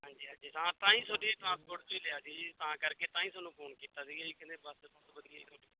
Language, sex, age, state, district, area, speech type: Punjabi, male, 30-45, Punjab, Bathinda, urban, conversation